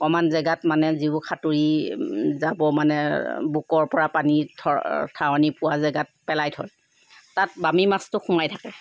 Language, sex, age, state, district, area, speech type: Assamese, female, 60+, Assam, Sivasagar, urban, spontaneous